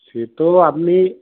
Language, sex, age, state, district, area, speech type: Bengali, male, 45-60, West Bengal, Paschim Bardhaman, urban, conversation